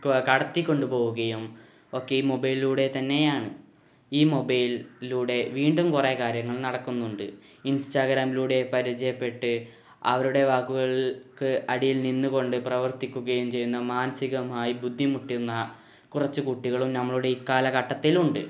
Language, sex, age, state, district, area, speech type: Malayalam, male, 18-30, Kerala, Malappuram, rural, spontaneous